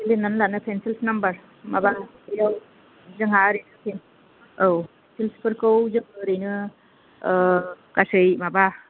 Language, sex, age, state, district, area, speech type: Bodo, female, 45-60, Assam, Kokrajhar, rural, conversation